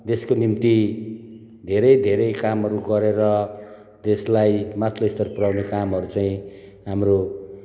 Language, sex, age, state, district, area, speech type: Nepali, male, 60+, West Bengal, Kalimpong, rural, spontaneous